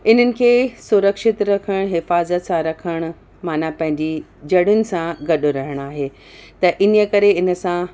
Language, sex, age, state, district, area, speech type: Sindhi, female, 60+, Uttar Pradesh, Lucknow, rural, spontaneous